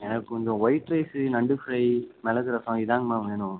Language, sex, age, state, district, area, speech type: Tamil, male, 18-30, Tamil Nadu, Ariyalur, rural, conversation